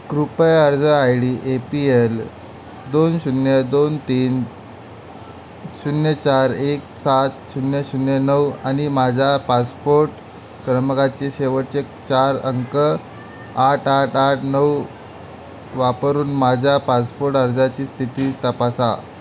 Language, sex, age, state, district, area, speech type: Marathi, male, 18-30, Maharashtra, Mumbai City, urban, read